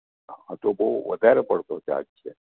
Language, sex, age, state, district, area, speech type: Gujarati, male, 60+, Gujarat, Valsad, rural, conversation